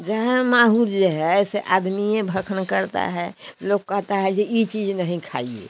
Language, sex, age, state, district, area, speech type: Hindi, female, 60+, Bihar, Samastipur, rural, spontaneous